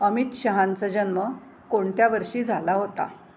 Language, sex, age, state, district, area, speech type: Marathi, female, 60+, Maharashtra, Pune, urban, read